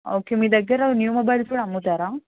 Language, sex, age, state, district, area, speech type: Telugu, female, 18-30, Telangana, Ranga Reddy, urban, conversation